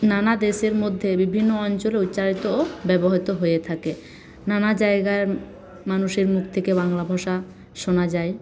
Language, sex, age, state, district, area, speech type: Bengali, female, 60+, West Bengal, Paschim Bardhaman, urban, spontaneous